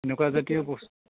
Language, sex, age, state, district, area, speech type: Assamese, male, 45-60, Assam, Dhemaji, rural, conversation